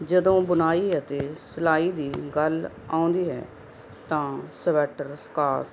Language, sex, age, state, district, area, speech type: Punjabi, female, 45-60, Punjab, Barnala, urban, spontaneous